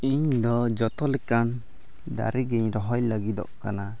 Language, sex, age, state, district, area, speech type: Santali, male, 18-30, Jharkhand, Pakur, rural, spontaneous